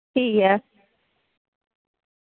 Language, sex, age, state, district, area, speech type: Dogri, female, 45-60, Jammu and Kashmir, Reasi, rural, conversation